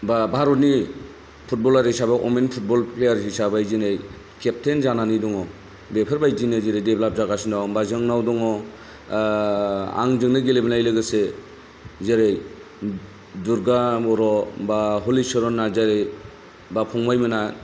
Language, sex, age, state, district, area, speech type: Bodo, male, 45-60, Assam, Kokrajhar, rural, spontaneous